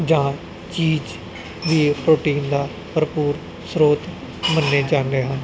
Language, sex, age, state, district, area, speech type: Punjabi, male, 18-30, Punjab, Gurdaspur, rural, spontaneous